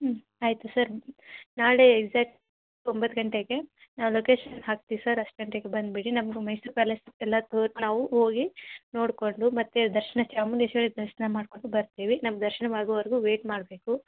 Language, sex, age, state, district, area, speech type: Kannada, female, 30-45, Karnataka, Gadag, rural, conversation